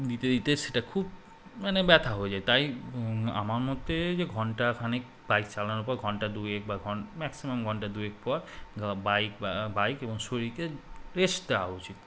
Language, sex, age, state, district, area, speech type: Bengali, male, 18-30, West Bengal, Malda, urban, spontaneous